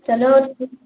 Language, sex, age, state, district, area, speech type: Hindi, female, 18-30, Uttar Pradesh, Prayagraj, rural, conversation